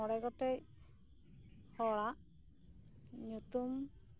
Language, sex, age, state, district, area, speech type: Santali, female, 30-45, West Bengal, Birbhum, rural, spontaneous